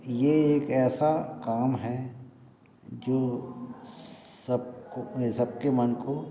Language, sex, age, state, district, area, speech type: Hindi, male, 60+, Madhya Pradesh, Hoshangabad, rural, spontaneous